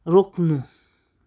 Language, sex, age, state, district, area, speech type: Nepali, male, 18-30, West Bengal, Darjeeling, rural, read